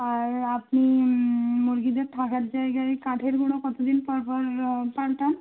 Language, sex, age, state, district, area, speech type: Bengali, female, 18-30, West Bengal, Birbhum, urban, conversation